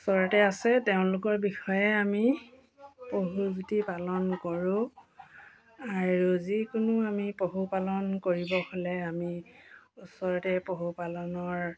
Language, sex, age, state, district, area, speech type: Assamese, female, 45-60, Assam, Golaghat, rural, spontaneous